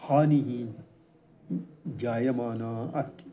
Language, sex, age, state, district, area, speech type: Sanskrit, male, 60+, Karnataka, Bangalore Urban, urban, spontaneous